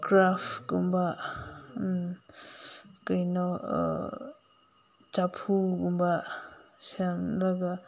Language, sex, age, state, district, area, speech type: Manipuri, female, 30-45, Manipur, Senapati, rural, spontaneous